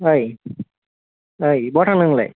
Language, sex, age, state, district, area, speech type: Bodo, male, 18-30, Assam, Kokrajhar, rural, conversation